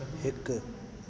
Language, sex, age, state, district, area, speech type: Sindhi, male, 18-30, Delhi, South Delhi, urban, read